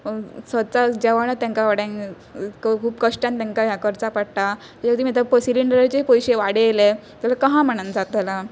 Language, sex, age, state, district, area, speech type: Goan Konkani, female, 18-30, Goa, Pernem, rural, spontaneous